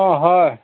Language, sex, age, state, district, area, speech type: Assamese, male, 60+, Assam, Nagaon, rural, conversation